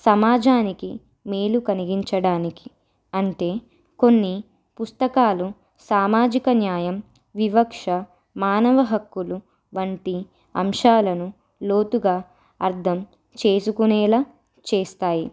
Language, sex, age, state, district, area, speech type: Telugu, female, 18-30, Telangana, Nirmal, urban, spontaneous